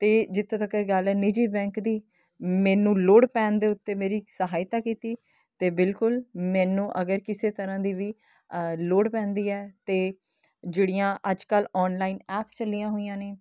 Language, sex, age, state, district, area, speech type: Punjabi, female, 30-45, Punjab, Kapurthala, urban, spontaneous